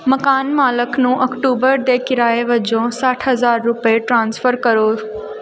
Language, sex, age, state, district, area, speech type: Punjabi, female, 18-30, Punjab, Gurdaspur, urban, read